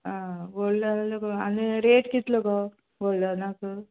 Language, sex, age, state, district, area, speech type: Goan Konkani, female, 45-60, Goa, Quepem, rural, conversation